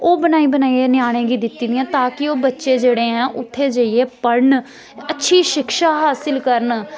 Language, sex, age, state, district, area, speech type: Dogri, female, 18-30, Jammu and Kashmir, Samba, urban, spontaneous